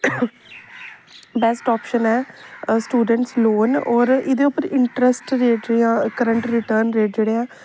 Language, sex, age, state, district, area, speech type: Dogri, female, 18-30, Jammu and Kashmir, Samba, rural, spontaneous